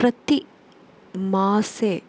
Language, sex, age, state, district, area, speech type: Sanskrit, female, 30-45, Tamil Nadu, Chennai, urban, spontaneous